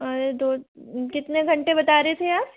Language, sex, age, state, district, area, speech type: Hindi, male, 60+, Rajasthan, Jaipur, urban, conversation